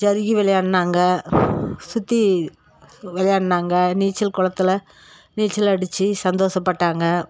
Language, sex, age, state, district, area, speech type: Tamil, female, 45-60, Tamil Nadu, Dharmapuri, rural, spontaneous